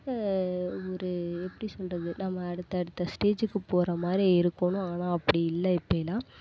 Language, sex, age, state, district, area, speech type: Tamil, female, 18-30, Tamil Nadu, Nagapattinam, rural, spontaneous